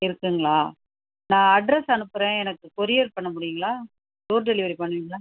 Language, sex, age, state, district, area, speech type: Tamil, female, 30-45, Tamil Nadu, Tiruchirappalli, rural, conversation